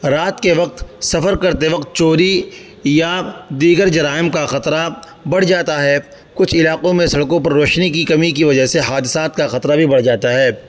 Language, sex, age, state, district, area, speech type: Urdu, male, 18-30, Uttar Pradesh, Saharanpur, urban, spontaneous